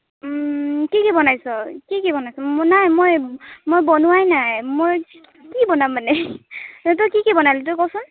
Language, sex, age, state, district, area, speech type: Assamese, female, 18-30, Assam, Kamrup Metropolitan, rural, conversation